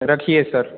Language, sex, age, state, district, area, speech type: Hindi, male, 18-30, Uttar Pradesh, Mirzapur, rural, conversation